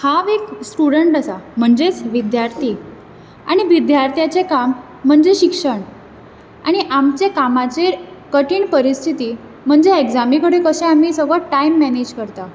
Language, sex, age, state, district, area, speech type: Goan Konkani, female, 18-30, Goa, Bardez, urban, spontaneous